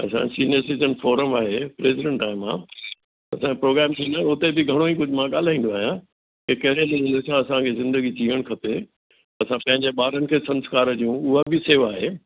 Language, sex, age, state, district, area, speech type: Sindhi, male, 60+, Delhi, South Delhi, urban, conversation